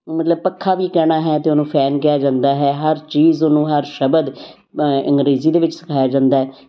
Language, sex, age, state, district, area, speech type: Punjabi, female, 60+, Punjab, Amritsar, urban, spontaneous